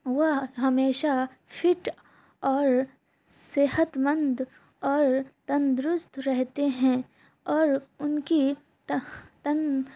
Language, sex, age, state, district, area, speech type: Urdu, female, 18-30, Bihar, Supaul, rural, spontaneous